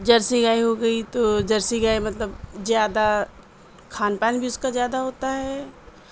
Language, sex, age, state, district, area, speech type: Urdu, female, 30-45, Uttar Pradesh, Mirzapur, rural, spontaneous